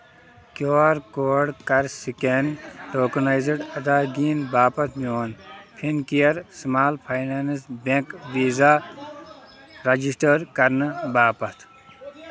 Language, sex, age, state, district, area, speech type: Kashmiri, male, 18-30, Jammu and Kashmir, Shopian, rural, read